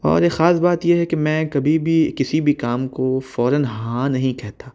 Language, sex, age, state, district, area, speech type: Urdu, male, 18-30, Delhi, South Delhi, urban, spontaneous